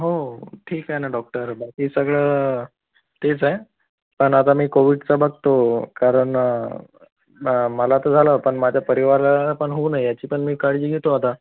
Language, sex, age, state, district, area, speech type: Marathi, male, 18-30, Maharashtra, Akola, urban, conversation